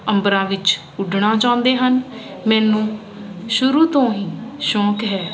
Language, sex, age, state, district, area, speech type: Punjabi, female, 30-45, Punjab, Ludhiana, urban, spontaneous